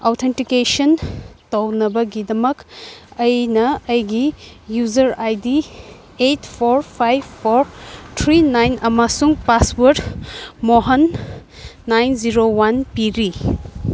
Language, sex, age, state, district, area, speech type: Manipuri, female, 18-30, Manipur, Kangpokpi, urban, read